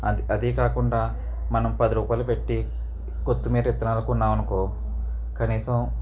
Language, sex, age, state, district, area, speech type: Telugu, male, 45-60, Andhra Pradesh, Eluru, rural, spontaneous